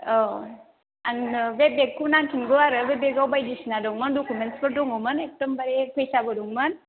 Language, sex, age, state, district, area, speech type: Bodo, female, 30-45, Assam, Chirang, rural, conversation